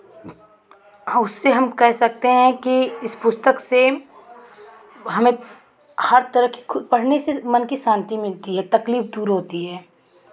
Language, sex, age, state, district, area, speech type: Hindi, female, 45-60, Uttar Pradesh, Chandauli, urban, spontaneous